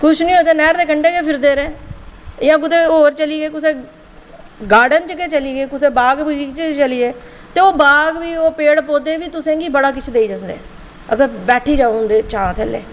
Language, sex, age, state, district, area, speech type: Dogri, female, 45-60, Jammu and Kashmir, Jammu, urban, spontaneous